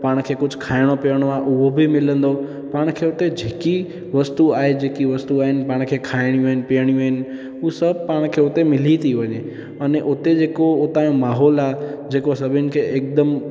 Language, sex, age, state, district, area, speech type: Sindhi, male, 18-30, Gujarat, Junagadh, rural, spontaneous